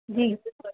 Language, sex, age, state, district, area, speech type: Sindhi, female, 45-60, Uttar Pradesh, Lucknow, urban, conversation